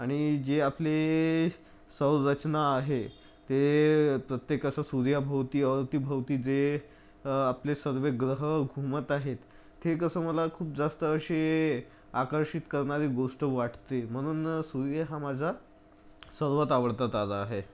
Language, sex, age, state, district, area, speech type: Marathi, male, 45-60, Maharashtra, Nagpur, urban, spontaneous